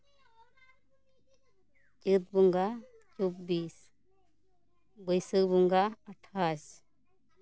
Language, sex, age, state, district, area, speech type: Santali, female, 45-60, West Bengal, Bankura, rural, spontaneous